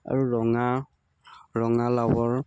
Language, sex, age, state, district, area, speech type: Assamese, male, 18-30, Assam, Tinsukia, rural, spontaneous